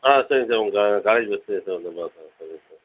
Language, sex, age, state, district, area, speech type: Tamil, female, 18-30, Tamil Nadu, Cuddalore, rural, conversation